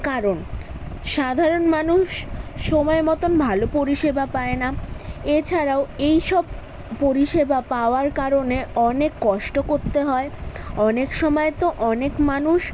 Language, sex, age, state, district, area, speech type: Bengali, female, 18-30, West Bengal, South 24 Parganas, urban, spontaneous